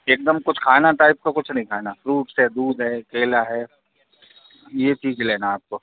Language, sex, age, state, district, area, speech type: Hindi, male, 45-60, Madhya Pradesh, Hoshangabad, rural, conversation